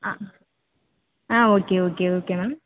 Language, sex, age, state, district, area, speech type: Tamil, female, 18-30, Tamil Nadu, Thanjavur, rural, conversation